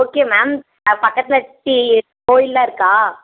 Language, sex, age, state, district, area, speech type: Tamil, female, 30-45, Tamil Nadu, Dharmapuri, rural, conversation